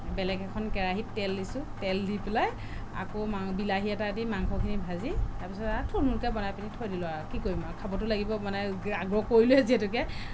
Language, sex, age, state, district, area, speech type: Assamese, female, 30-45, Assam, Sonitpur, rural, spontaneous